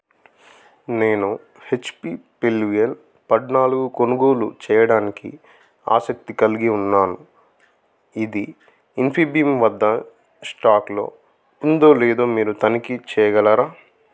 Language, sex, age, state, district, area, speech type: Telugu, male, 30-45, Telangana, Adilabad, rural, read